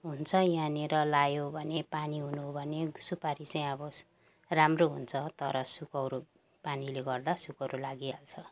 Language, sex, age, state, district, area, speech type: Nepali, female, 60+, West Bengal, Jalpaiguri, rural, spontaneous